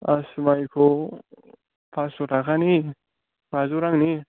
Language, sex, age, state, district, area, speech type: Bodo, male, 30-45, Assam, Kokrajhar, urban, conversation